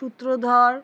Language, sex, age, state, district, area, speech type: Bengali, female, 30-45, West Bengal, Alipurduar, rural, spontaneous